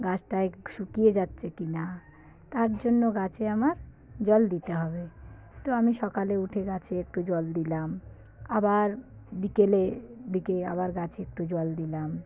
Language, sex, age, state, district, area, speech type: Bengali, female, 45-60, West Bengal, South 24 Parganas, rural, spontaneous